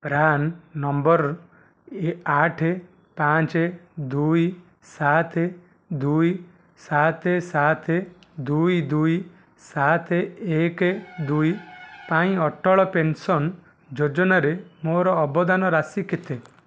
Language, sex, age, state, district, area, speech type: Odia, male, 18-30, Odisha, Jajpur, rural, read